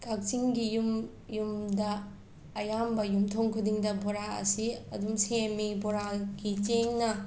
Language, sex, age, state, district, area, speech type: Manipuri, female, 30-45, Manipur, Imphal West, urban, spontaneous